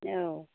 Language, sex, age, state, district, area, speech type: Bodo, female, 60+, Assam, Kokrajhar, rural, conversation